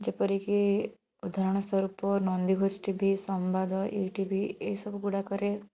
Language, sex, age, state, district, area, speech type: Odia, female, 18-30, Odisha, Bhadrak, rural, spontaneous